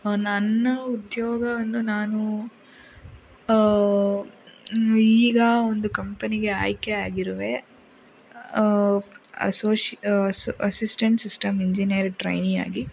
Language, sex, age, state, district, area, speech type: Kannada, female, 45-60, Karnataka, Chikkaballapur, rural, spontaneous